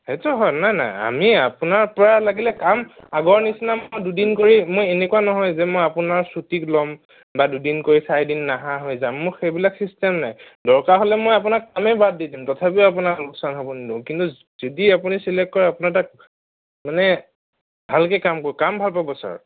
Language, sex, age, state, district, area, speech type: Assamese, male, 30-45, Assam, Nagaon, rural, conversation